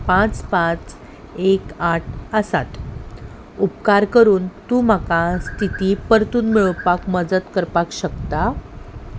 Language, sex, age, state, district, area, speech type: Goan Konkani, female, 30-45, Goa, Salcete, urban, read